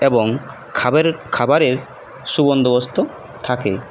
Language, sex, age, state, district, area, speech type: Bengali, male, 18-30, West Bengal, Purulia, urban, spontaneous